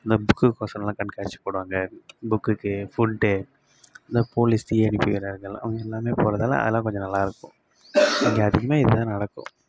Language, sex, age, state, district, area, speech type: Tamil, male, 18-30, Tamil Nadu, Kallakurichi, rural, spontaneous